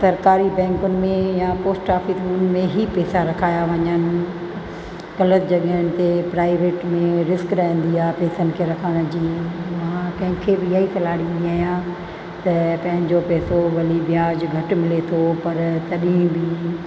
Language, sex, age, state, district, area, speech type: Sindhi, female, 60+, Rajasthan, Ajmer, urban, spontaneous